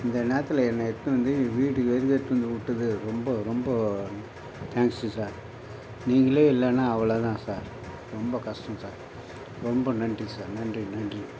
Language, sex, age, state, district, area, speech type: Tamil, male, 60+, Tamil Nadu, Mayiladuthurai, rural, spontaneous